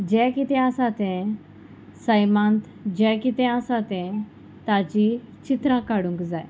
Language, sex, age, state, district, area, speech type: Goan Konkani, female, 30-45, Goa, Salcete, rural, spontaneous